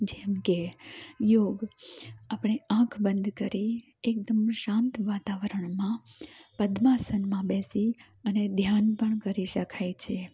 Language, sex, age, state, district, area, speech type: Gujarati, female, 30-45, Gujarat, Amreli, rural, spontaneous